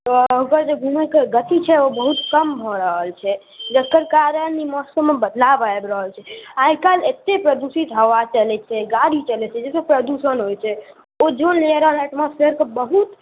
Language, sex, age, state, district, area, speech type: Maithili, male, 18-30, Bihar, Muzaffarpur, urban, conversation